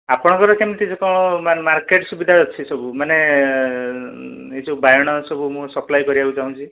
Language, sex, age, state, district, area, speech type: Odia, male, 30-45, Odisha, Dhenkanal, rural, conversation